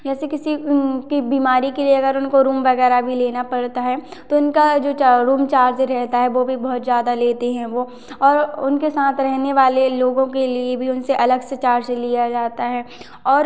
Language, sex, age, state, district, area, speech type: Hindi, female, 18-30, Madhya Pradesh, Hoshangabad, rural, spontaneous